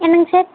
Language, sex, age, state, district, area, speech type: Tamil, female, 18-30, Tamil Nadu, Erode, rural, conversation